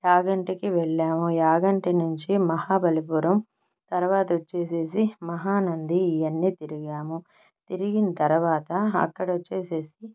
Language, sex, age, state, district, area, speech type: Telugu, female, 30-45, Andhra Pradesh, Nellore, urban, spontaneous